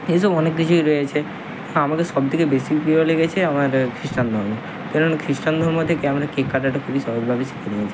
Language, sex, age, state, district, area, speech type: Bengali, male, 18-30, West Bengal, Purba Medinipur, rural, spontaneous